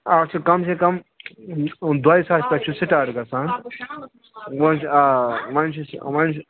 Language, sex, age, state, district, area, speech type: Kashmiri, male, 18-30, Jammu and Kashmir, Ganderbal, rural, conversation